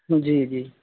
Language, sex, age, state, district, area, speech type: Urdu, male, 18-30, Uttar Pradesh, Saharanpur, urban, conversation